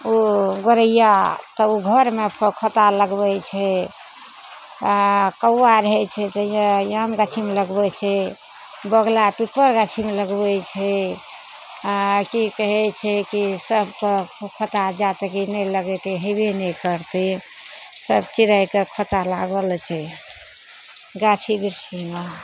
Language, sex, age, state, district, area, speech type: Maithili, female, 60+, Bihar, Araria, rural, spontaneous